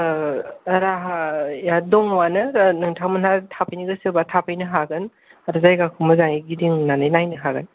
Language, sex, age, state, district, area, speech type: Bodo, male, 18-30, Assam, Kokrajhar, rural, conversation